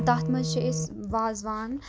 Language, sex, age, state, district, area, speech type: Kashmiri, female, 45-60, Jammu and Kashmir, Kupwara, urban, spontaneous